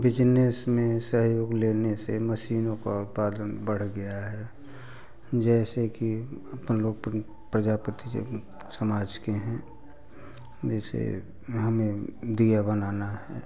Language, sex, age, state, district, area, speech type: Hindi, male, 45-60, Uttar Pradesh, Prayagraj, urban, spontaneous